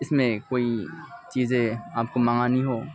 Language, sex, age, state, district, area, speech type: Urdu, male, 18-30, Uttar Pradesh, Ghaziabad, urban, spontaneous